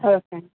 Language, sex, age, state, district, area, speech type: Telugu, female, 30-45, Telangana, Medak, urban, conversation